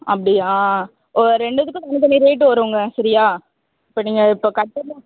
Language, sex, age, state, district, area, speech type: Tamil, female, 30-45, Tamil Nadu, Tiruvallur, urban, conversation